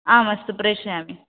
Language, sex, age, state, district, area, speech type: Sanskrit, female, 18-30, Karnataka, Haveri, rural, conversation